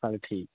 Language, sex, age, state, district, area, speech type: Hindi, male, 18-30, Rajasthan, Karauli, rural, conversation